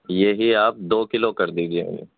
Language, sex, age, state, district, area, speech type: Urdu, male, 18-30, Uttar Pradesh, Gautam Buddha Nagar, urban, conversation